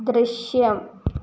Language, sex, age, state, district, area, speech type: Malayalam, female, 18-30, Kerala, Ernakulam, rural, read